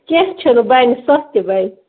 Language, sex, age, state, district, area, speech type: Kashmiri, female, 30-45, Jammu and Kashmir, Budgam, rural, conversation